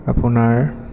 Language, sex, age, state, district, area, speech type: Assamese, male, 18-30, Assam, Sivasagar, urban, spontaneous